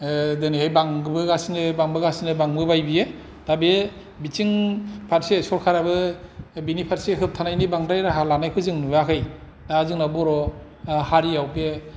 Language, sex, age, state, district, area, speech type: Bodo, male, 45-60, Assam, Kokrajhar, urban, spontaneous